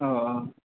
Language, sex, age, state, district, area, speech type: Bodo, male, 18-30, Assam, Chirang, rural, conversation